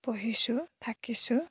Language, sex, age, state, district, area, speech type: Assamese, female, 18-30, Assam, Lakhimpur, rural, spontaneous